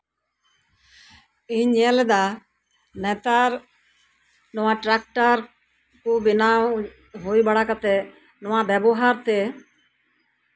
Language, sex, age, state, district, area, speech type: Santali, female, 60+, West Bengal, Birbhum, rural, spontaneous